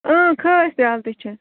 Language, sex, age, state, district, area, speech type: Kashmiri, female, 30-45, Jammu and Kashmir, Ganderbal, rural, conversation